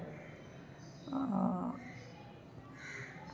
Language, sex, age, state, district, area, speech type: Dogri, female, 45-60, Jammu and Kashmir, Jammu, urban, spontaneous